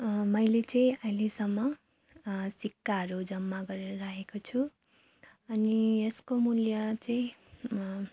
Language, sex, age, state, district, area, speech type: Nepali, female, 30-45, West Bengal, Darjeeling, rural, spontaneous